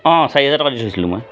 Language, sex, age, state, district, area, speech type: Assamese, male, 45-60, Assam, Charaideo, urban, spontaneous